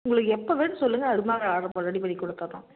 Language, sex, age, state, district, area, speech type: Tamil, female, 45-60, Tamil Nadu, Salem, rural, conversation